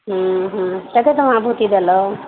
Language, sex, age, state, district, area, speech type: Odia, female, 18-30, Odisha, Nuapada, urban, conversation